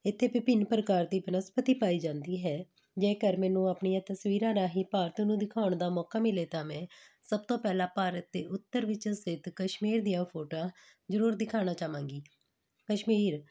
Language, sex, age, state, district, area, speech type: Punjabi, female, 30-45, Punjab, Patiala, urban, spontaneous